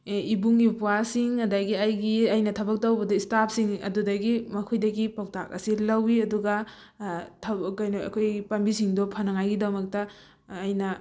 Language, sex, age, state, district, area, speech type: Manipuri, female, 18-30, Manipur, Thoubal, rural, spontaneous